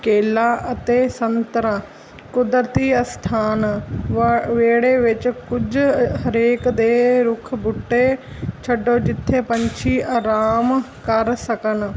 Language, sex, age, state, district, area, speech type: Punjabi, female, 30-45, Punjab, Mansa, urban, spontaneous